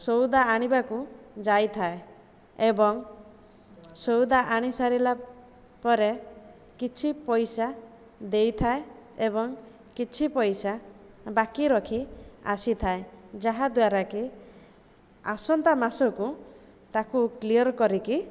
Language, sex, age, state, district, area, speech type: Odia, female, 30-45, Odisha, Jajpur, rural, spontaneous